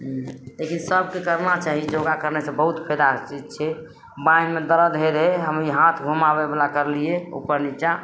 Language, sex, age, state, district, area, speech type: Maithili, female, 60+, Bihar, Madhepura, rural, spontaneous